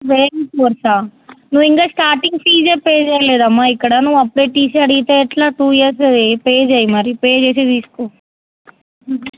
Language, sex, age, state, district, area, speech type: Telugu, female, 18-30, Telangana, Vikarabad, rural, conversation